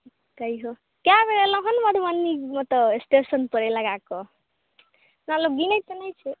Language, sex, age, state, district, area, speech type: Maithili, female, 18-30, Bihar, Madhubani, rural, conversation